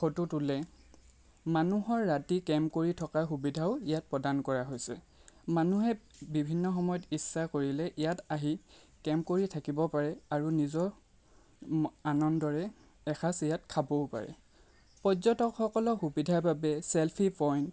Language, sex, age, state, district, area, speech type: Assamese, male, 30-45, Assam, Lakhimpur, rural, spontaneous